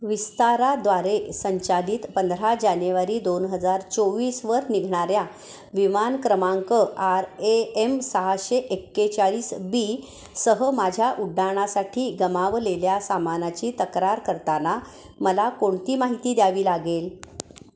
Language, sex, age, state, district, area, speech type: Marathi, female, 60+, Maharashtra, Kolhapur, urban, read